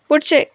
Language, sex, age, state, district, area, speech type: Marathi, female, 18-30, Maharashtra, Buldhana, urban, read